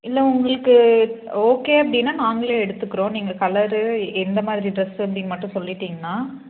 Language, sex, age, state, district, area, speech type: Tamil, female, 18-30, Tamil Nadu, Krishnagiri, rural, conversation